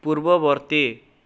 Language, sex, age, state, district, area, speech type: Odia, male, 18-30, Odisha, Bhadrak, rural, read